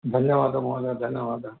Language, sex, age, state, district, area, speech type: Sanskrit, male, 60+, Karnataka, Bellary, urban, conversation